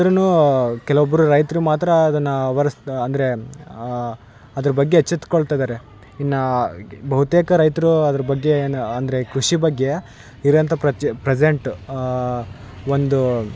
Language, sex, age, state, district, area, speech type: Kannada, male, 18-30, Karnataka, Vijayanagara, rural, spontaneous